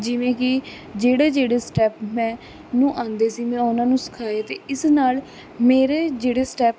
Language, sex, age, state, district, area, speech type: Punjabi, female, 18-30, Punjab, Kapurthala, urban, spontaneous